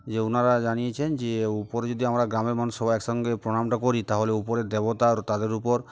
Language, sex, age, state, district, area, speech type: Bengali, male, 45-60, West Bengal, Uttar Dinajpur, urban, spontaneous